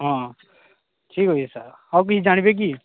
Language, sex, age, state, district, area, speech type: Odia, male, 45-60, Odisha, Nuapada, urban, conversation